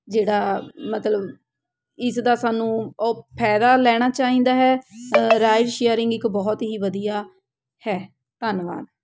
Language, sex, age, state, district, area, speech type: Punjabi, female, 30-45, Punjab, Patiala, urban, spontaneous